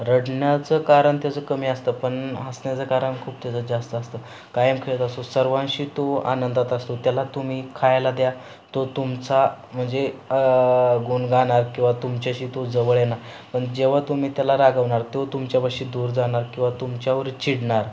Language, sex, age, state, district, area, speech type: Marathi, male, 18-30, Maharashtra, Satara, urban, spontaneous